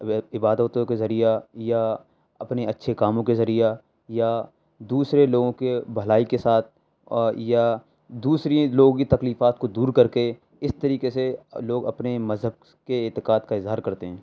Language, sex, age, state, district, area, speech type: Urdu, male, 18-30, Delhi, East Delhi, urban, spontaneous